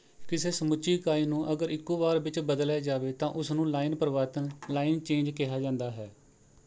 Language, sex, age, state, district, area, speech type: Punjabi, male, 30-45, Punjab, Rupnagar, rural, read